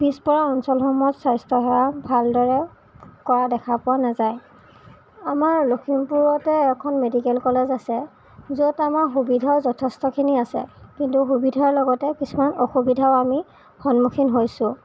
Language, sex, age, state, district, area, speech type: Assamese, female, 18-30, Assam, Lakhimpur, rural, spontaneous